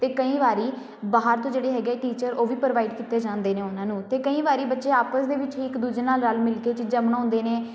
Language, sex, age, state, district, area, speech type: Punjabi, female, 18-30, Punjab, Patiala, rural, spontaneous